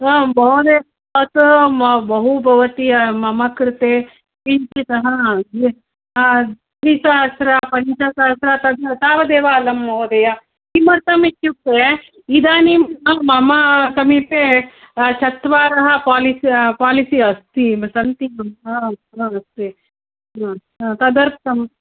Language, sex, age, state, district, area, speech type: Sanskrit, female, 45-60, Karnataka, Hassan, rural, conversation